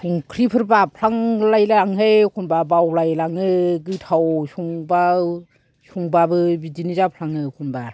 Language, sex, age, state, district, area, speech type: Bodo, female, 60+, Assam, Kokrajhar, urban, spontaneous